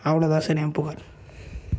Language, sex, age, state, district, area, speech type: Tamil, male, 18-30, Tamil Nadu, Coimbatore, urban, spontaneous